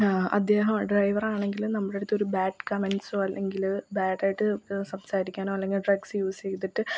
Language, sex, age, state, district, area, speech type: Malayalam, female, 18-30, Kerala, Ernakulam, rural, spontaneous